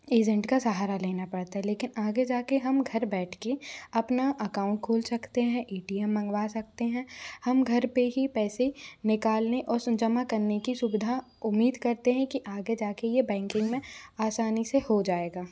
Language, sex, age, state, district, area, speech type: Hindi, female, 45-60, Madhya Pradesh, Bhopal, urban, spontaneous